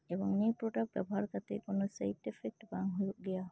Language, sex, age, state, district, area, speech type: Santali, female, 30-45, West Bengal, Birbhum, rural, spontaneous